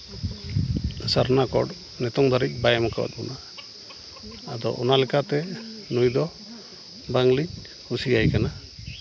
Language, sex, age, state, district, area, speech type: Santali, male, 30-45, Jharkhand, Seraikela Kharsawan, rural, spontaneous